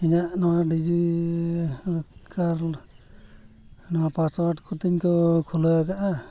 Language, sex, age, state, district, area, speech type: Santali, male, 45-60, Odisha, Mayurbhanj, rural, spontaneous